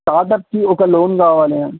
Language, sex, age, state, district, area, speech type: Telugu, male, 30-45, Telangana, Kamareddy, urban, conversation